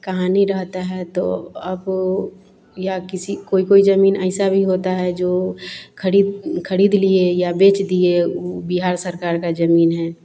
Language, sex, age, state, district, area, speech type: Hindi, female, 45-60, Bihar, Vaishali, urban, spontaneous